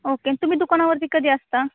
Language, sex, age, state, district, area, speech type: Marathi, female, 18-30, Maharashtra, Ratnagiri, urban, conversation